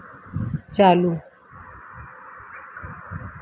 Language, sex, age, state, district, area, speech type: Hindi, female, 18-30, Madhya Pradesh, Harda, rural, read